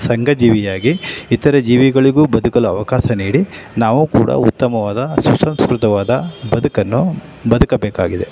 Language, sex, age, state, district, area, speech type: Kannada, male, 45-60, Karnataka, Chamarajanagar, urban, spontaneous